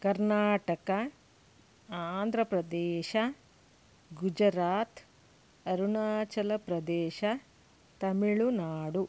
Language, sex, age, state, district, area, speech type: Kannada, female, 60+, Karnataka, Shimoga, rural, spontaneous